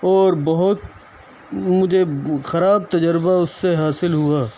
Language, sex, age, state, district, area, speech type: Urdu, male, 45-60, Delhi, Central Delhi, urban, spontaneous